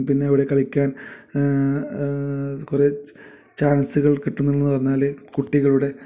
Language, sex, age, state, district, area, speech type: Malayalam, male, 30-45, Kerala, Kasaragod, rural, spontaneous